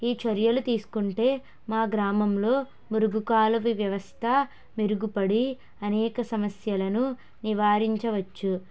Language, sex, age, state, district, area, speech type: Telugu, female, 18-30, Andhra Pradesh, Kakinada, rural, spontaneous